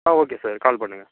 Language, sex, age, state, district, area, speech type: Tamil, male, 18-30, Tamil Nadu, Nagapattinam, rural, conversation